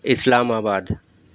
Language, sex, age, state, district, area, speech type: Urdu, male, 30-45, Delhi, Central Delhi, urban, spontaneous